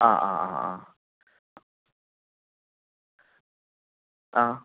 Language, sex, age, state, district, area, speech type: Malayalam, male, 30-45, Kerala, Palakkad, rural, conversation